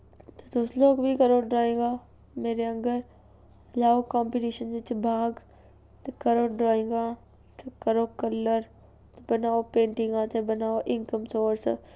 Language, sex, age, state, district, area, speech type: Dogri, female, 18-30, Jammu and Kashmir, Samba, rural, spontaneous